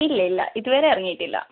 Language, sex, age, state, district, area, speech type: Malayalam, female, 18-30, Kerala, Wayanad, rural, conversation